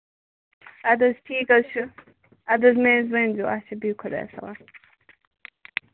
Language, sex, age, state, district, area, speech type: Kashmiri, female, 30-45, Jammu and Kashmir, Ganderbal, rural, conversation